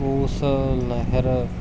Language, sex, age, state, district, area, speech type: Punjabi, male, 30-45, Punjab, Mansa, urban, spontaneous